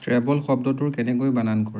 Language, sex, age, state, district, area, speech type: Assamese, male, 30-45, Assam, Dibrugarh, rural, read